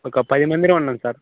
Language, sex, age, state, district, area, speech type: Telugu, male, 18-30, Telangana, Bhadradri Kothagudem, urban, conversation